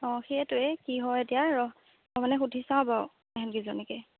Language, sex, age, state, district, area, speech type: Assamese, female, 18-30, Assam, Golaghat, urban, conversation